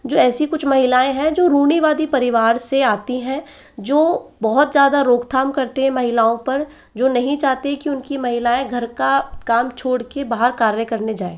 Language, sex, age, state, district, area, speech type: Hindi, female, 18-30, Rajasthan, Jaipur, urban, spontaneous